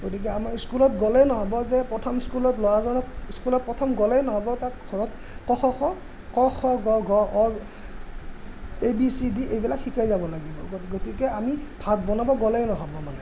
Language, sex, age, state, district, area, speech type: Assamese, male, 30-45, Assam, Morigaon, rural, spontaneous